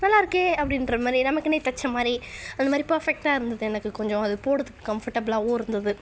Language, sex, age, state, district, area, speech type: Tamil, female, 45-60, Tamil Nadu, Cuddalore, urban, spontaneous